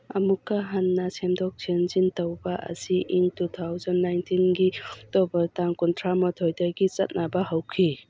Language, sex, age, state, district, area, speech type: Manipuri, female, 45-60, Manipur, Churachandpur, rural, read